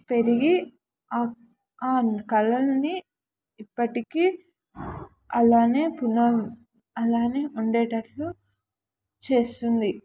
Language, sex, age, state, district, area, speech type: Telugu, female, 18-30, Telangana, Mulugu, urban, spontaneous